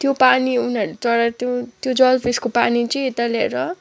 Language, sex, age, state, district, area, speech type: Nepali, female, 18-30, West Bengal, Kalimpong, rural, spontaneous